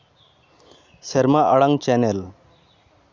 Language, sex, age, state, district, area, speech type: Santali, male, 18-30, West Bengal, Malda, rural, read